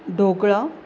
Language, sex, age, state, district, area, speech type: Marathi, female, 30-45, Maharashtra, Jalna, urban, spontaneous